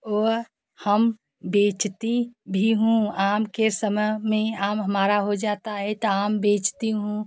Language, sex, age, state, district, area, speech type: Hindi, female, 30-45, Uttar Pradesh, Jaunpur, rural, spontaneous